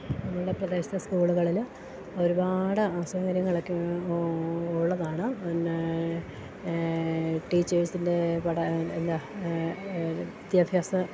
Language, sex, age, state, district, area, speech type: Malayalam, female, 30-45, Kerala, Idukki, rural, spontaneous